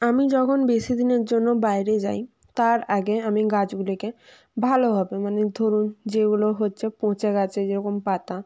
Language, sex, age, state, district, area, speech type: Bengali, female, 18-30, West Bengal, Jalpaiguri, rural, spontaneous